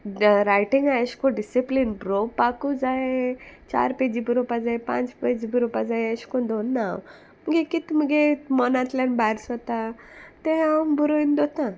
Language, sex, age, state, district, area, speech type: Goan Konkani, female, 18-30, Goa, Salcete, rural, spontaneous